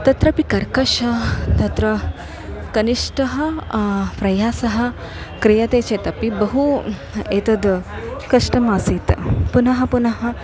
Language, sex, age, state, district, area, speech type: Sanskrit, female, 30-45, Karnataka, Dharwad, urban, spontaneous